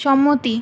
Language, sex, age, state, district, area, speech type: Bengali, female, 18-30, West Bengal, Purulia, urban, read